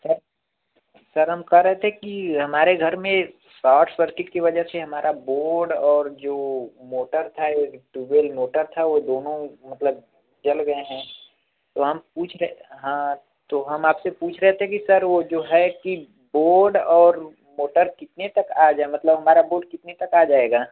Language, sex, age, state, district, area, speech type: Hindi, male, 18-30, Uttar Pradesh, Varanasi, urban, conversation